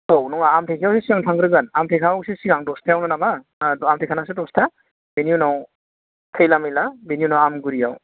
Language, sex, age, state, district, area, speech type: Bodo, male, 45-60, Assam, Kokrajhar, rural, conversation